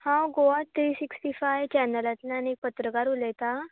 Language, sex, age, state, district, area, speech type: Goan Konkani, female, 18-30, Goa, Bardez, urban, conversation